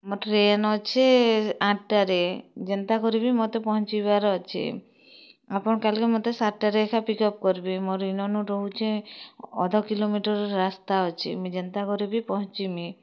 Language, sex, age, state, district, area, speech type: Odia, female, 30-45, Odisha, Kalahandi, rural, spontaneous